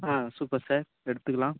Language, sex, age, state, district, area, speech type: Tamil, male, 18-30, Tamil Nadu, Nagapattinam, rural, conversation